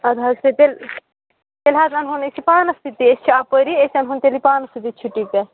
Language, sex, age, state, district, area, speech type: Kashmiri, female, 18-30, Jammu and Kashmir, Shopian, rural, conversation